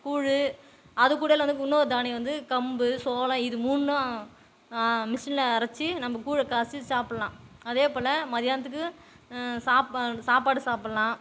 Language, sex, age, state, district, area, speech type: Tamil, female, 30-45, Tamil Nadu, Tiruvannamalai, rural, spontaneous